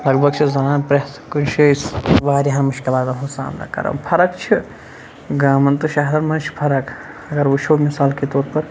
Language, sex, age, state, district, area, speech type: Kashmiri, male, 45-60, Jammu and Kashmir, Shopian, urban, spontaneous